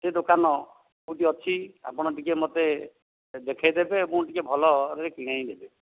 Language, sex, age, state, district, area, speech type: Odia, male, 60+, Odisha, Dhenkanal, rural, conversation